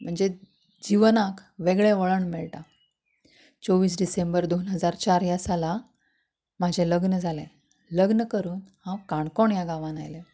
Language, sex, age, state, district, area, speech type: Goan Konkani, female, 30-45, Goa, Canacona, rural, spontaneous